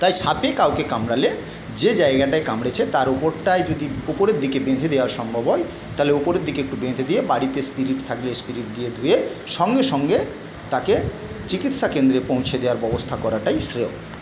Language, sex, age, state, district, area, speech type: Bengali, male, 60+, West Bengal, Paschim Medinipur, rural, spontaneous